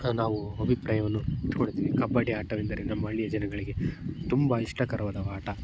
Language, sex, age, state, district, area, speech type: Kannada, male, 18-30, Karnataka, Chitradurga, rural, spontaneous